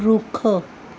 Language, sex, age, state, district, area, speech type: Punjabi, female, 45-60, Punjab, Mohali, urban, read